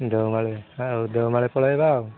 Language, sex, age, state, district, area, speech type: Odia, male, 18-30, Odisha, Koraput, urban, conversation